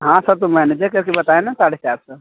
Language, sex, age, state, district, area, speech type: Hindi, male, 30-45, Uttar Pradesh, Azamgarh, rural, conversation